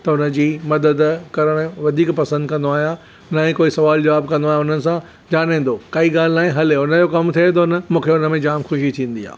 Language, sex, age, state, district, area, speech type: Sindhi, male, 60+, Maharashtra, Thane, rural, spontaneous